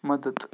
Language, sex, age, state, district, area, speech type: Kashmiri, male, 18-30, Jammu and Kashmir, Bandipora, rural, read